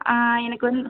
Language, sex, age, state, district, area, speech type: Tamil, female, 30-45, Tamil Nadu, Pudukkottai, rural, conversation